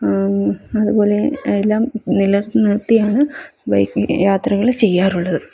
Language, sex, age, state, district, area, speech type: Malayalam, female, 30-45, Kerala, Palakkad, rural, spontaneous